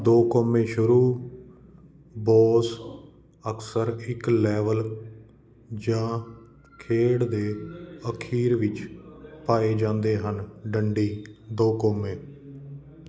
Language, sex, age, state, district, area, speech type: Punjabi, male, 30-45, Punjab, Kapurthala, urban, read